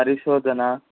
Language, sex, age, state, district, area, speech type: Telugu, male, 18-30, Andhra Pradesh, Kurnool, urban, conversation